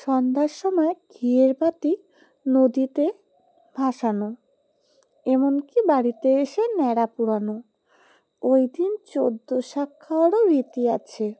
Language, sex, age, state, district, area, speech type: Bengali, female, 30-45, West Bengal, Alipurduar, rural, spontaneous